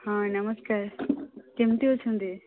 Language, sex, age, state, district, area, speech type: Odia, female, 18-30, Odisha, Boudh, rural, conversation